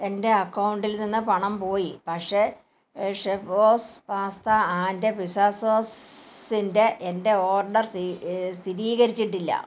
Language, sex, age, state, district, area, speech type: Malayalam, female, 60+, Kerala, Kottayam, rural, read